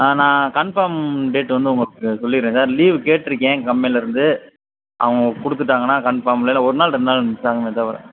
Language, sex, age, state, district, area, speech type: Tamil, male, 30-45, Tamil Nadu, Madurai, urban, conversation